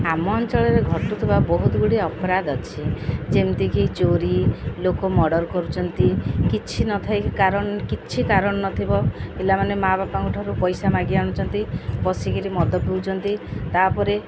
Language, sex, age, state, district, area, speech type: Odia, female, 45-60, Odisha, Sundergarh, rural, spontaneous